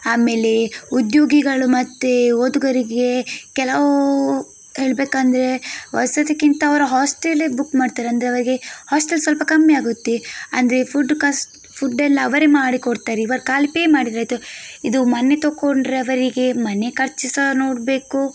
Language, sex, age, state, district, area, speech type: Kannada, female, 18-30, Karnataka, Udupi, rural, spontaneous